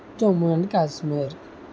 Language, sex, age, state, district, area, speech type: Telugu, male, 60+, Andhra Pradesh, Vizianagaram, rural, spontaneous